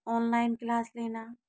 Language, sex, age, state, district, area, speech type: Hindi, female, 18-30, Rajasthan, Karauli, rural, spontaneous